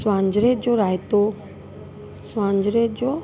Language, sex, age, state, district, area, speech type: Sindhi, female, 30-45, Uttar Pradesh, Lucknow, rural, spontaneous